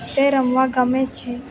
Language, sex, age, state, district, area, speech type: Gujarati, female, 18-30, Gujarat, Valsad, rural, spontaneous